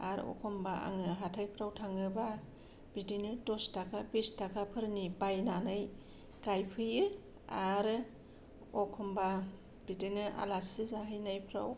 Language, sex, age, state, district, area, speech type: Bodo, female, 45-60, Assam, Kokrajhar, rural, spontaneous